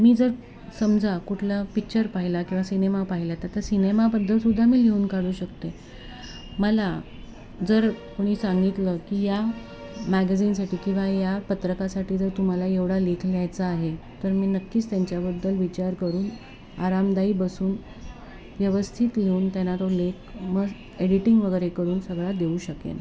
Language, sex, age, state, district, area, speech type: Marathi, female, 45-60, Maharashtra, Thane, rural, spontaneous